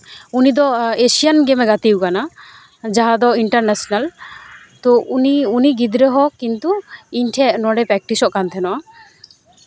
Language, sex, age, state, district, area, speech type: Santali, female, 18-30, West Bengal, Uttar Dinajpur, rural, spontaneous